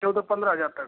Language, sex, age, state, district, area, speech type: Hindi, male, 18-30, Uttar Pradesh, Ghazipur, rural, conversation